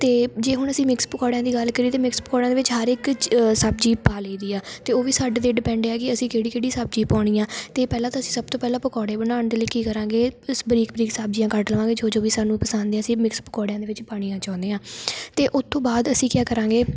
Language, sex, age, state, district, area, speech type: Punjabi, female, 18-30, Punjab, Shaheed Bhagat Singh Nagar, rural, spontaneous